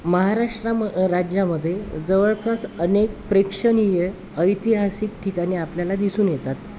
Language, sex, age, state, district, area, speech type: Marathi, male, 30-45, Maharashtra, Wardha, urban, spontaneous